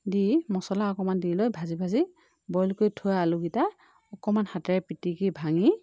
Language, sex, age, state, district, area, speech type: Assamese, female, 30-45, Assam, Lakhimpur, rural, spontaneous